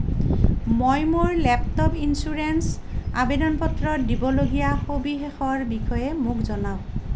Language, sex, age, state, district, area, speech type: Assamese, female, 45-60, Assam, Nalbari, rural, read